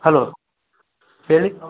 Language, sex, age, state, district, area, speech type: Kannada, male, 30-45, Karnataka, Raichur, rural, conversation